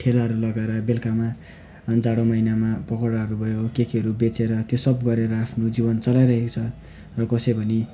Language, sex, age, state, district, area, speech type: Nepali, male, 18-30, West Bengal, Darjeeling, rural, spontaneous